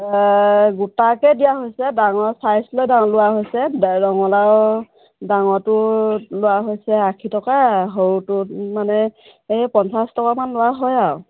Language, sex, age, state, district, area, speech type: Assamese, female, 45-60, Assam, Dhemaji, rural, conversation